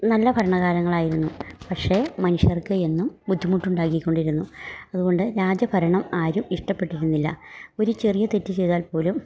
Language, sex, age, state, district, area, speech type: Malayalam, female, 60+, Kerala, Idukki, rural, spontaneous